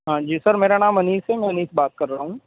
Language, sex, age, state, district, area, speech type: Urdu, male, 18-30, Delhi, Central Delhi, urban, conversation